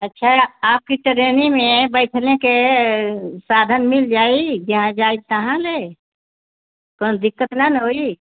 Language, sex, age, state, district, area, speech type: Hindi, female, 60+, Uttar Pradesh, Mau, rural, conversation